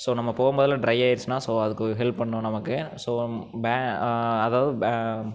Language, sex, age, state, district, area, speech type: Tamil, male, 18-30, Tamil Nadu, Erode, urban, spontaneous